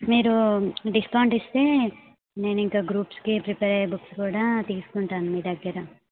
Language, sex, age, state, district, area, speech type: Telugu, female, 18-30, Telangana, Suryapet, urban, conversation